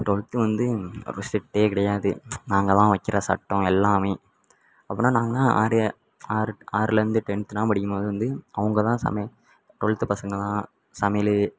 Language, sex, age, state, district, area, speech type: Tamil, male, 18-30, Tamil Nadu, Tirunelveli, rural, spontaneous